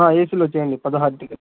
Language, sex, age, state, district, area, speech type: Telugu, male, 18-30, Andhra Pradesh, Palnadu, rural, conversation